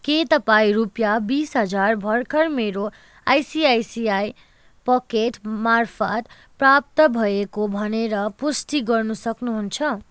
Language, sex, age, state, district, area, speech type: Nepali, female, 30-45, West Bengal, Kalimpong, rural, read